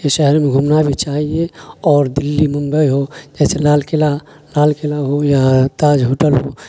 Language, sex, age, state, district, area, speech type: Urdu, male, 30-45, Bihar, Khagaria, rural, spontaneous